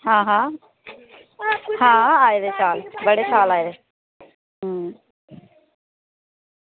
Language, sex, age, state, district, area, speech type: Dogri, female, 30-45, Jammu and Kashmir, Reasi, rural, conversation